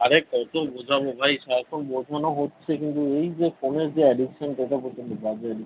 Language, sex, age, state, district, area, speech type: Bengali, male, 30-45, West Bengal, Kolkata, urban, conversation